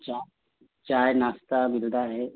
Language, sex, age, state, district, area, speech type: Hindi, male, 30-45, Uttar Pradesh, Jaunpur, rural, conversation